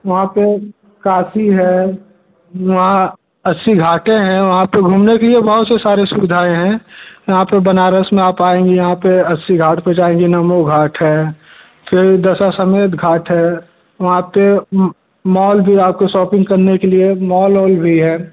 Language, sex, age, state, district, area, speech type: Hindi, male, 30-45, Uttar Pradesh, Bhadohi, urban, conversation